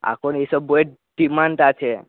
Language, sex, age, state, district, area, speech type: Bengali, male, 18-30, West Bengal, Paschim Medinipur, rural, conversation